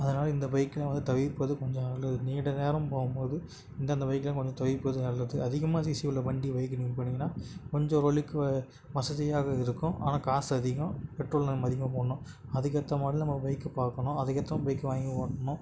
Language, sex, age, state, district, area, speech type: Tamil, male, 18-30, Tamil Nadu, Tiruvannamalai, urban, spontaneous